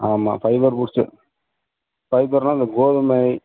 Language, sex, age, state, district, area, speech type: Tamil, male, 60+, Tamil Nadu, Sivaganga, urban, conversation